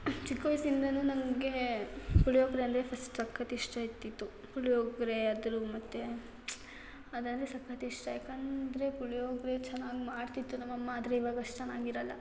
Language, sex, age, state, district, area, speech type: Kannada, female, 18-30, Karnataka, Hassan, rural, spontaneous